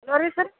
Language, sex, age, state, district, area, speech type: Kannada, female, 45-60, Karnataka, Vijayapura, rural, conversation